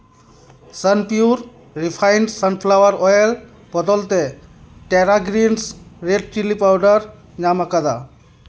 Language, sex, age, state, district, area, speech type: Santali, male, 30-45, West Bengal, Paschim Bardhaman, rural, read